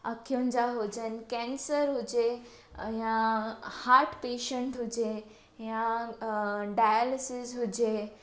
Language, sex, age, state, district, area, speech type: Sindhi, female, 18-30, Gujarat, Surat, urban, spontaneous